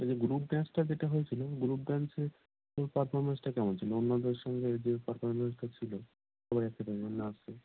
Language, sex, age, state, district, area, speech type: Bengali, male, 18-30, West Bengal, North 24 Parganas, rural, conversation